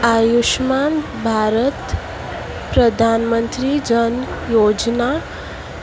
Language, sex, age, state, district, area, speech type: Goan Konkani, female, 18-30, Goa, Salcete, rural, read